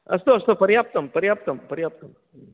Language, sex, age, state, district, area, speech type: Sanskrit, male, 60+, Karnataka, Shimoga, urban, conversation